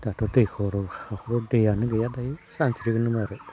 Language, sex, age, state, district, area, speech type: Bodo, male, 30-45, Assam, Udalguri, rural, spontaneous